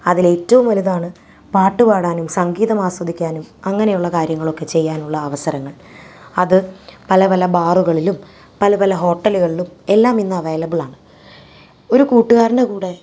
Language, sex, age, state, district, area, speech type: Malayalam, female, 30-45, Kerala, Thrissur, urban, spontaneous